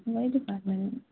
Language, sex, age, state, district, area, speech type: Urdu, female, 18-30, Bihar, Khagaria, rural, conversation